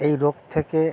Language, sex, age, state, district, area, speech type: Bengali, male, 60+, West Bengal, Bankura, urban, spontaneous